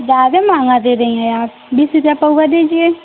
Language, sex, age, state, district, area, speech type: Hindi, female, 30-45, Uttar Pradesh, Mau, rural, conversation